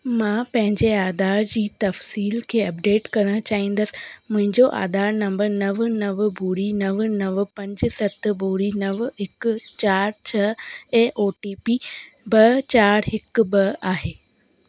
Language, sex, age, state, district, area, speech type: Sindhi, female, 18-30, Rajasthan, Ajmer, urban, read